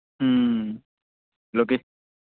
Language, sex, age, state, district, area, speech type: Telugu, male, 18-30, Telangana, Sangareddy, urban, conversation